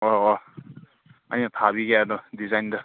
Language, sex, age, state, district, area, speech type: Manipuri, male, 18-30, Manipur, Senapati, rural, conversation